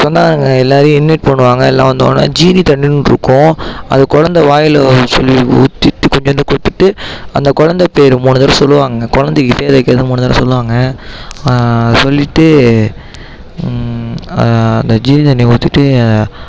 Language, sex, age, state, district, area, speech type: Tamil, female, 18-30, Tamil Nadu, Mayiladuthurai, urban, spontaneous